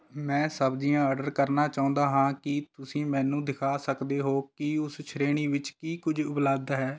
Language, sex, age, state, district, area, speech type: Punjabi, male, 18-30, Punjab, Rupnagar, rural, read